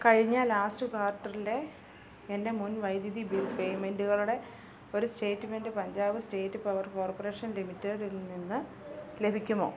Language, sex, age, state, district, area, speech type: Malayalam, female, 30-45, Kerala, Kottayam, urban, read